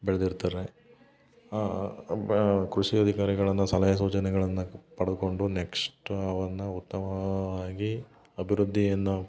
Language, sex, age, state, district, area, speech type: Kannada, male, 30-45, Karnataka, Hassan, rural, spontaneous